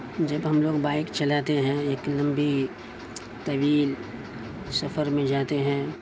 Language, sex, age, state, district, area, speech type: Urdu, male, 45-60, Bihar, Supaul, rural, spontaneous